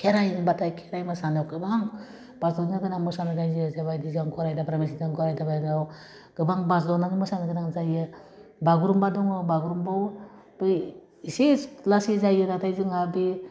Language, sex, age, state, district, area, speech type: Bodo, female, 45-60, Assam, Udalguri, rural, spontaneous